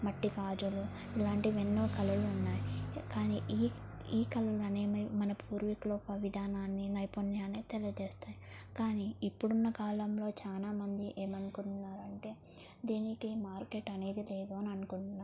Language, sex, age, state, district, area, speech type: Telugu, female, 18-30, Telangana, Jangaon, urban, spontaneous